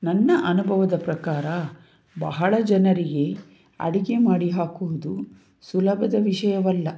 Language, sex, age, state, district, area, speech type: Kannada, female, 45-60, Karnataka, Tumkur, urban, spontaneous